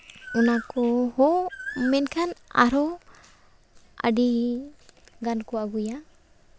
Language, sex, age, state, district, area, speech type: Santali, female, 18-30, Jharkhand, Seraikela Kharsawan, rural, spontaneous